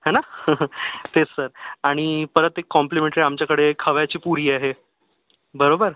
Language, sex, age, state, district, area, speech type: Marathi, male, 30-45, Maharashtra, Yavatmal, urban, conversation